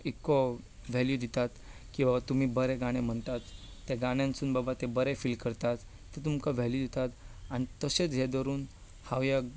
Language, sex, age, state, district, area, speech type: Goan Konkani, male, 18-30, Goa, Bardez, urban, spontaneous